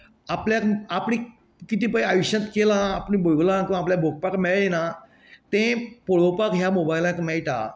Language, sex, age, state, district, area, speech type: Goan Konkani, male, 60+, Goa, Canacona, rural, spontaneous